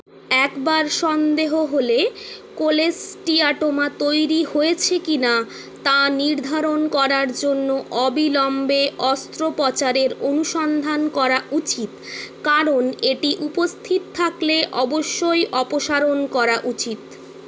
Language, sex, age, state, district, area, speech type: Bengali, female, 18-30, West Bengal, Purulia, urban, read